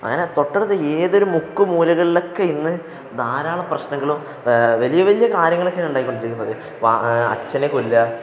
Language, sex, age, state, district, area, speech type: Malayalam, male, 18-30, Kerala, Palakkad, rural, spontaneous